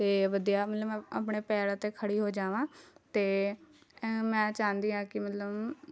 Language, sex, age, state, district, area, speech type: Punjabi, female, 18-30, Punjab, Shaheed Bhagat Singh Nagar, rural, spontaneous